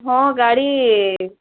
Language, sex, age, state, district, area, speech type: Odia, female, 18-30, Odisha, Sundergarh, urban, conversation